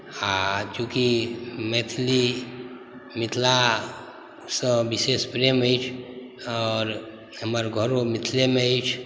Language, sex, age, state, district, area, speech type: Maithili, male, 45-60, Bihar, Supaul, rural, spontaneous